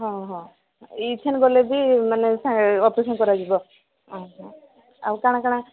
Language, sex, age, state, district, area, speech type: Odia, female, 18-30, Odisha, Sambalpur, rural, conversation